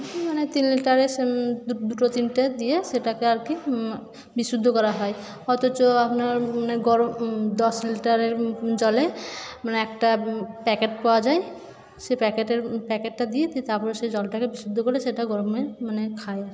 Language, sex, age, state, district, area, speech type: Bengali, female, 30-45, West Bengal, Purba Bardhaman, urban, spontaneous